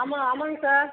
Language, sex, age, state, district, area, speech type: Tamil, female, 45-60, Tamil Nadu, Tiruchirappalli, rural, conversation